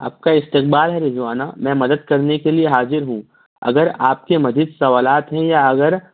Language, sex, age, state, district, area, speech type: Urdu, male, 60+, Maharashtra, Nashik, urban, conversation